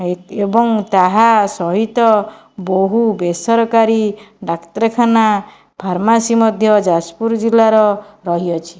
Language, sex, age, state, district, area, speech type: Odia, female, 45-60, Odisha, Jajpur, rural, spontaneous